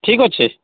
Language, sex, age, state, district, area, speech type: Odia, male, 30-45, Odisha, Nuapada, urban, conversation